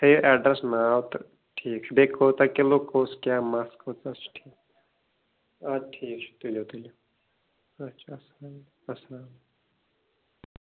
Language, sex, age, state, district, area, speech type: Kashmiri, male, 30-45, Jammu and Kashmir, Baramulla, rural, conversation